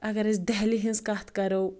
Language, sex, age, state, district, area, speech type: Kashmiri, female, 30-45, Jammu and Kashmir, Anantnag, rural, spontaneous